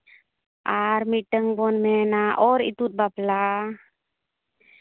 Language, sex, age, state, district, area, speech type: Santali, female, 30-45, Jharkhand, Seraikela Kharsawan, rural, conversation